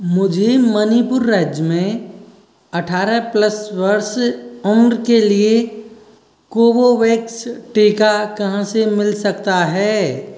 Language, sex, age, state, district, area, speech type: Hindi, male, 18-30, Rajasthan, Karauli, rural, read